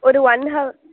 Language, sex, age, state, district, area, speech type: Tamil, female, 18-30, Tamil Nadu, Thoothukudi, urban, conversation